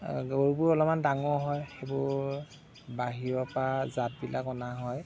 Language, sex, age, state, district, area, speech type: Assamese, male, 30-45, Assam, Golaghat, urban, spontaneous